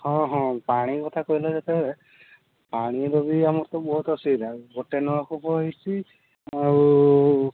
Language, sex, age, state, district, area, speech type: Odia, male, 18-30, Odisha, Mayurbhanj, rural, conversation